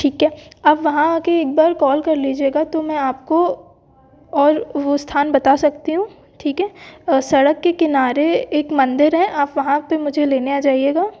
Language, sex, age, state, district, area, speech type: Hindi, female, 18-30, Madhya Pradesh, Jabalpur, urban, spontaneous